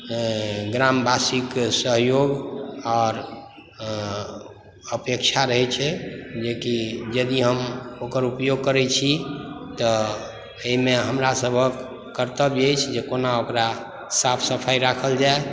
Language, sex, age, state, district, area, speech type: Maithili, male, 45-60, Bihar, Supaul, rural, spontaneous